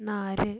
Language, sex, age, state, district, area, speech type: Malayalam, female, 18-30, Kerala, Wayanad, rural, read